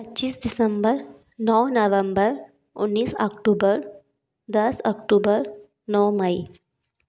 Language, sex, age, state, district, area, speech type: Hindi, female, 45-60, Madhya Pradesh, Bhopal, urban, spontaneous